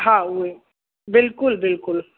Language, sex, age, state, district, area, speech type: Sindhi, female, 60+, Uttar Pradesh, Lucknow, rural, conversation